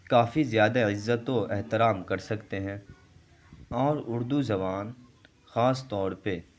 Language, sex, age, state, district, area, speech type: Urdu, male, 18-30, Bihar, Saharsa, rural, spontaneous